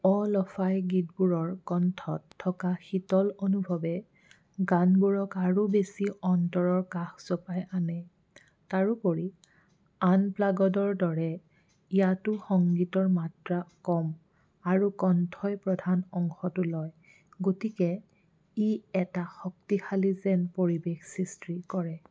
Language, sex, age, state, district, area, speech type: Assamese, female, 30-45, Assam, Jorhat, urban, read